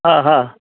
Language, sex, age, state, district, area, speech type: Sindhi, male, 45-60, Gujarat, Kutch, urban, conversation